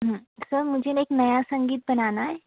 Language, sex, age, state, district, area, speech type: Hindi, female, 30-45, Madhya Pradesh, Gwalior, rural, conversation